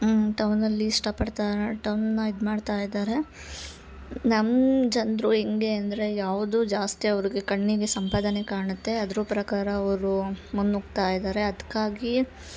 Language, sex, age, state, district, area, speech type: Kannada, female, 30-45, Karnataka, Hassan, urban, spontaneous